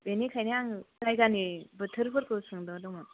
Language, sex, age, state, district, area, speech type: Bodo, female, 18-30, Assam, Kokrajhar, rural, conversation